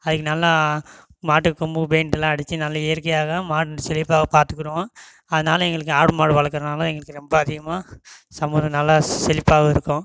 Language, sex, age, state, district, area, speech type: Tamil, male, 18-30, Tamil Nadu, Sivaganga, rural, spontaneous